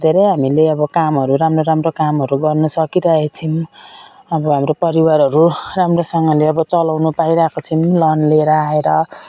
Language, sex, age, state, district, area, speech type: Nepali, female, 45-60, West Bengal, Jalpaiguri, urban, spontaneous